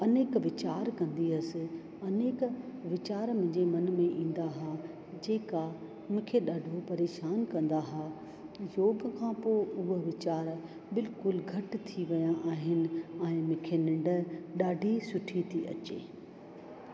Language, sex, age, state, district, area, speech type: Sindhi, female, 45-60, Rajasthan, Ajmer, urban, spontaneous